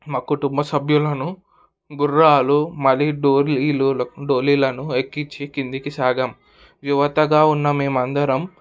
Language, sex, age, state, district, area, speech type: Telugu, male, 18-30, Telangana, Hyderabad, urban, spontaneous